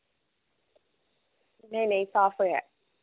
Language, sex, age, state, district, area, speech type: Dogri, female, 30-45, Jammu and Kashmir, Reasi, rural, conversation